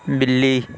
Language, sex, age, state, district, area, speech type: Urdu, male, 18-30, Uttar Pradesh, Lucknow, urban, read